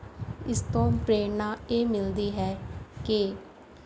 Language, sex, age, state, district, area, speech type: Punjabi, female, 30-45, Punjab, Rupnagar, rural, spontaneous